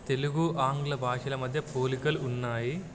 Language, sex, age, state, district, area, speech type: Telugu, male, 18-30, Telangana, Wanaparthy, urban, spontaneous